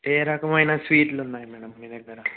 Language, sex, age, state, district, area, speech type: Telugu, male, 18-30, Andhra Pradesh, Nandyal, rural, conversation